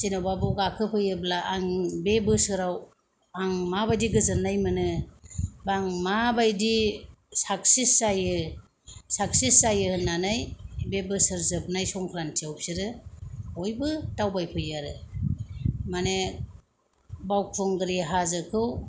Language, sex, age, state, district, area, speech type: Bodo, female, 30-45, Assam, Kokrajhar, rural, spontaneous